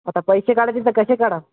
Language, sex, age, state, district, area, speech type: Marathi, male, 18-30, Maharashtra, Hingoli, urban, conversation